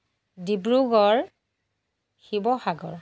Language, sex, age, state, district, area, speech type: Assamese, female, 45-60, Assam, Lakhimpur, rural, spontaneous